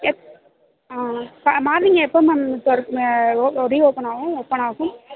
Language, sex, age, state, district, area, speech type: Tamil, female, 18-30, Tamil Nadu, Thanjavur, urban, conversation